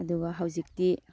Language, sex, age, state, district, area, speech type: Manipuri, female, 45-60, Manipur, Kakching, rural, spontaneous